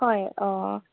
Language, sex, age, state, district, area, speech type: Assamese, female, 18-30, Assam, Dibrugarh, rural, conversation